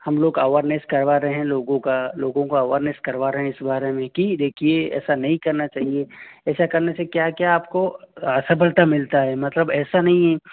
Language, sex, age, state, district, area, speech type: Hindi, male, 18-30, Rajasthan, Jaipur, urban, conversation